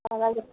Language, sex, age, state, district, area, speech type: Assamese, female, 45-60, Assam, Darrang, rural, conversation